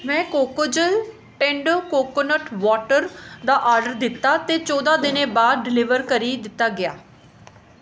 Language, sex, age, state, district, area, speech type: Dogri, female, 30-45, Jammu and Kashmir, Reasi, urban, read